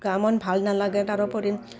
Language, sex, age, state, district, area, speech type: Assamese, female, 45-60, Assam, Udalguri, rural, spontaneous